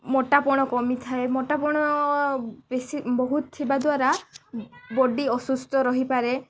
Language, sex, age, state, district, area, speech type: Odia, female, 18-30, Odisha, Nabarangpur, urban, spontaneous